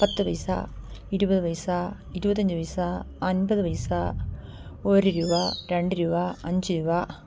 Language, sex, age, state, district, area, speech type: Malayalam, female, 45-60, Kerala, Idukki, rural, spontaneous